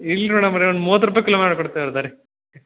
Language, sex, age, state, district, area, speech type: Kannada, male, 18-30, Karnataka, Belgaum, rural, conversation